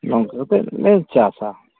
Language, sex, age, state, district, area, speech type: Santali, male, 45-60, West Bengal, Purulia, rural, conversation